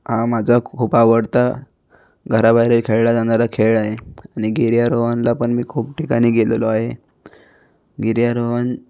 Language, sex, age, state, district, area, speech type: Marathi, male, 18-30, Maharashtra, Raigad, rural, spontaneous